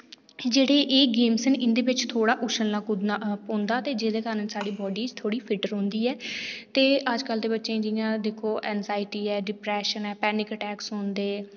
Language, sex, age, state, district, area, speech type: Dogri, female, 18-30, Jammu and Kashmir, Reasi, rural, spontaneous